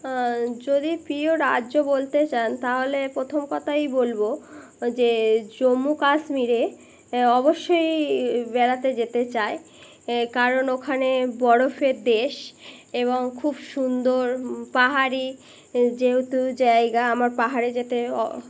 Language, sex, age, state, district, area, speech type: Bengali, female, 18-30, West Bengal, Birbhum, urban, spontaneous